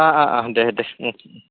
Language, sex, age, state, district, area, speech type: Assamese, male, 30-45, Assam, Goalpara, urban, conversation